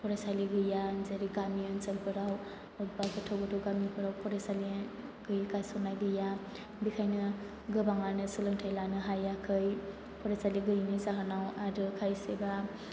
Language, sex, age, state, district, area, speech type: Bodo, male, 18-30, Assam, Chirang, rural, spontaneous